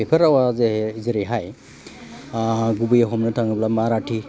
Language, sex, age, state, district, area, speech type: Bodo, male, 45-60, Assam, Baksa, rural, spontaneous